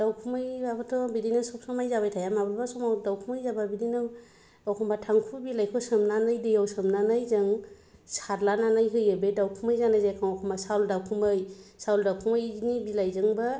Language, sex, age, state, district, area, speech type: Bodo, female, 30-45, Assam, Kokrajhar, rural, spontaneous